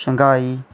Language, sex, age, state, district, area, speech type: Dogri, male, 18-30, Jammu and Kashmir, Reasi, rural, spontaneous